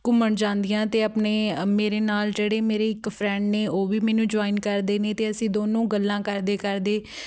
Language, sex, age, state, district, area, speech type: Punjabi, female, 18-30, Punjab, Fatehgarh Sahib, urban, spontaneous